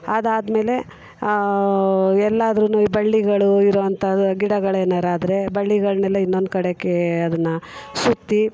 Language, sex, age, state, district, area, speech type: Kannada, female, 45-60, Karnataka, Mysore, urban, spontaneous